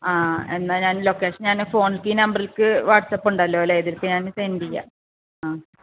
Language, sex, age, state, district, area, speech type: Malayalam, female, 30-45, Kerala, Malappuram, urban, conversation